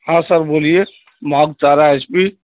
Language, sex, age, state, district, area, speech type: Urdu, male, 30-45, Bihar, Saharsa, rural, conversation